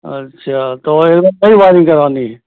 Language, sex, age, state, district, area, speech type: Hindi, male, 60+, Uttar Pradesh, Lucknow, rural, conversation